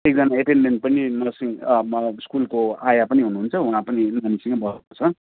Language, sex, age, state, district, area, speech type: Nepali, male, 30-45, West Bengal, Darjeeling, rural, conversation